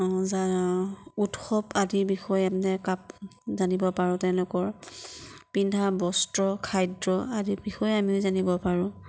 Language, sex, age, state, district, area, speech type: Assamese, female, 30-45, Assam, Nagaon, rural, spontaneous